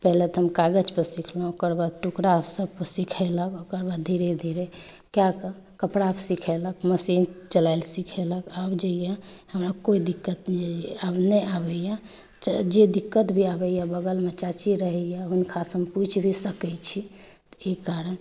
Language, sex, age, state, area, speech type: Maithili, female, 30-45, Jharkhand, urban, spontaneous